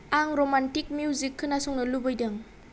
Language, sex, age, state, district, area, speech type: Bodo, female, 18-30, Assam, Kokrajhar, rural, read